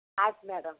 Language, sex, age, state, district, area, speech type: Kannada, female, 60+, Karnataka, Udupi, urban, conversation